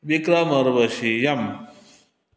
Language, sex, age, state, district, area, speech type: Sanskrit, male, 30-45, West Bengal, Dakshin Dinajpur, urban, spontaneous